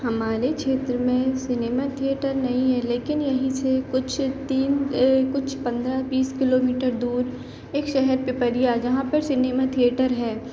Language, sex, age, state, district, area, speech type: Hindi, female, 18-30, Madhya Pradesh, Hoshangabad, rural, spontaneous